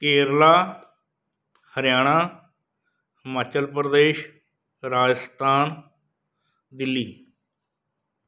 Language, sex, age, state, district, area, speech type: Punjabi, male, 60+, Punjab, Bathinda, rural, spontaneous